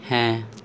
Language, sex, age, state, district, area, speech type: Santali, male, 18-30, West Bengal, Birbhum, rural, read